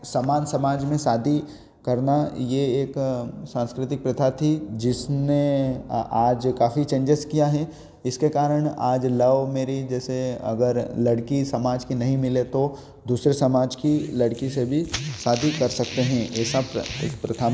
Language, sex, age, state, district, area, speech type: Hindi, male, 18-30, Madhya Pradesh, Ujjain, rural, spontaneous